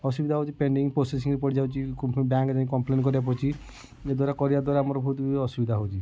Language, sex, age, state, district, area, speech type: Odia, male, 30-45, Odisha, Kendujhar, urban, spontaneous